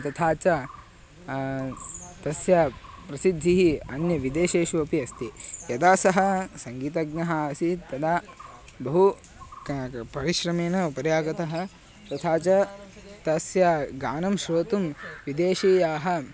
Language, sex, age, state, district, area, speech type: Sanskrit, male, 18-30, Karnataka, Haveri, rural, spontaneous